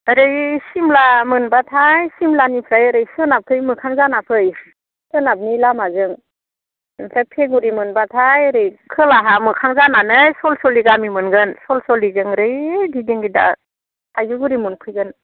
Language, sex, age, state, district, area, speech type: Bodo, female, 45-60, Assam, Baksa, rural, conversation